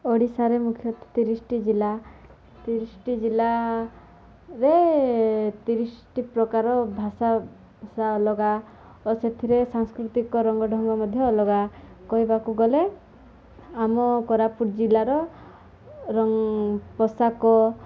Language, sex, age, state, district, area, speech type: Odia, female, 18-30, Odisha, Koraput, urban, spontaneous